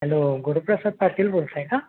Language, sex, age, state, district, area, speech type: Marathi, male, 18-30, Maharashtra, Kolhapur, urban, conversation